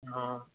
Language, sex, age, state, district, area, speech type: Urdu, male, 18-30, Delhi, Central Delhi, urban, conversation